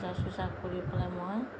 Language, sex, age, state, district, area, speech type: Assamese, female, 45-60, Assam, Kamrup Metropolitan, urban, spontaneous